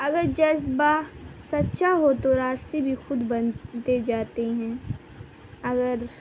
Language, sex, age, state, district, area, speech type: Urdu, female, 18-30, Bihar, Madhubani, rural, spontaneous